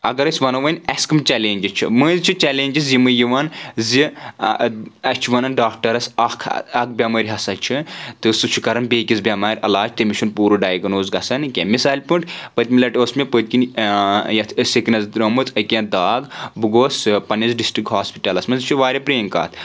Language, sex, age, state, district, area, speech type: Kashmiri, male, 30-45, Jammu and Kashmir, Anantnag, rural, spontaneous